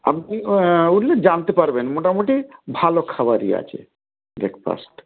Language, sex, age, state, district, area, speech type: Bengali, male, 45-60, West Bengal, Dakshin Dinajpur, rural, conversation